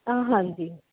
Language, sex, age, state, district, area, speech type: Punjabi, female, 18-30, Punjab, Muktsar, rural, conversation